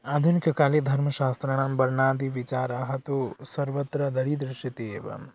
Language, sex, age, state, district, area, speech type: Sanskrit, male, 18-30, Odisha, Bargarh, rural, spontaneous